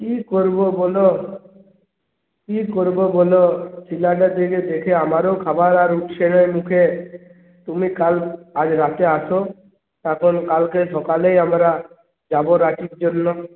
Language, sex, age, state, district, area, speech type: Bengali, male, 30-45, West Bengal, Purulia, urban, conversation